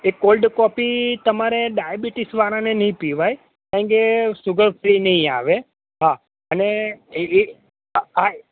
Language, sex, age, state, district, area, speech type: Gujarati, male, 30-45, Gujarat, Kheda, rural, conversation